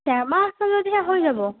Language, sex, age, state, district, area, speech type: Assamese, female, 18-30, Assam, Morigaon, rural, conversation